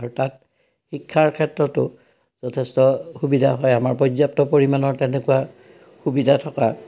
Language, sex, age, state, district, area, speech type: Assamese, male, 60+, Assam, Udalguri, rural, spontaneous